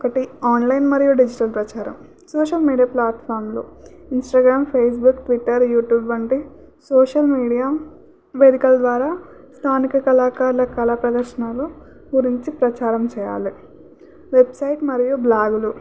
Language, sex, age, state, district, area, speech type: Telugu, female, 18-30, Telangana, Nagarkurnool, urban, spontaneous